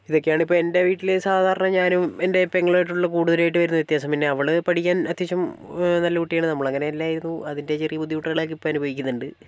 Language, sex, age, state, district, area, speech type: Malayalam, male, 45-60, Kerala, Wayanad, rural, spontaneous